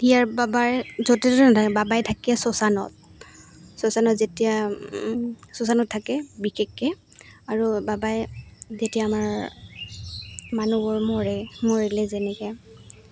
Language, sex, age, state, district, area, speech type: Assamese, female, 18-30, Assam, Goalpara, urban, spontaneous